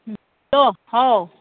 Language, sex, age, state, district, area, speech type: Manipuri, female, 45-60, Manipur, Churachandpur, rural, conversation